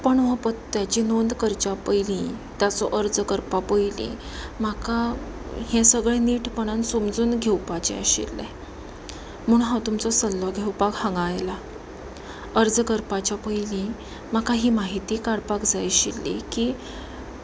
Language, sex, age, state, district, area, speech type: Goan Konkani, female, 30-45, Goa, Pernem, rural, spontaneous